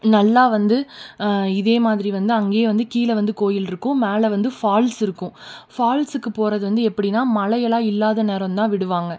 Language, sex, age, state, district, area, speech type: Tamil, female, 18-30, Tamil Nadu, Tiruppur, urban, spontaneous